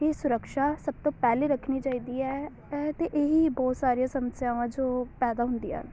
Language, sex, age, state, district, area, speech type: Punjabi, female, 18-30, Punjab, Amritsar, urban, spontaneous